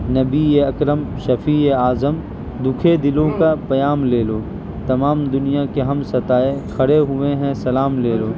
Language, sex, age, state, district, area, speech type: Urdu, male, 18-30, Bihar, Purnia, rural, spontaneous